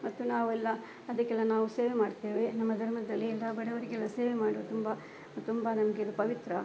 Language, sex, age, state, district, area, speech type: Kannada, female, 60+, Karnataka, Udupi, rural, spontaneous